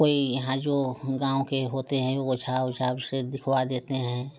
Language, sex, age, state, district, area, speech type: Hindi, female, 45-60, Uttar Pradesh, Prayagraj, rural, spontaneous